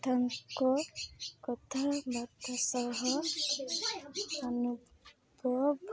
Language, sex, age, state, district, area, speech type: Odia, female, 18-30, Odisha, Nabarangpur, urban, spontaneous